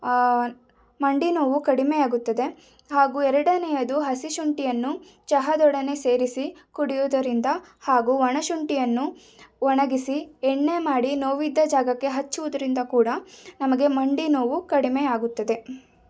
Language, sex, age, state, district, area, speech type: Kannada, female, 18-30, Karnataka, Shimoga, rural, spontaneous